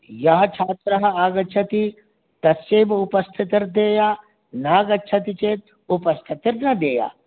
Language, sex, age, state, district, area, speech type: Sanskrit, male, 45-60, Bihar, Darbhanga, urban, conversation